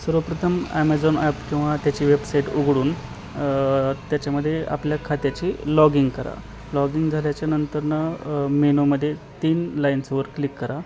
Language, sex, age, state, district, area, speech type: Marathi, male, 30-45, Maharashtra, Osmanabad, rural, spontaneous